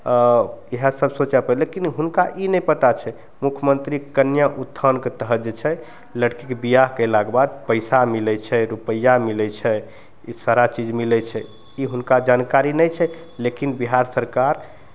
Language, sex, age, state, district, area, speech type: Maithili, male, 30-45, Bihar, Begusarai, urban, spontaneous